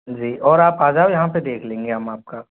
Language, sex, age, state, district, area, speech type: Hindi, male, 18-30, Rajasthan, Jodhpur, rural, conversation